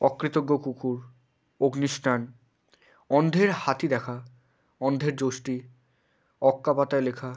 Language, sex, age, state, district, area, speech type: Bengali, male, 18-30, West Bengal, Hooghly, urban, spontaneous